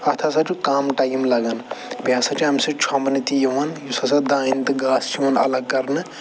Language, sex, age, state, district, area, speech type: Kashmiri, male, 45-60, Jammu and Kashmir, Budgam, urban, spontaneous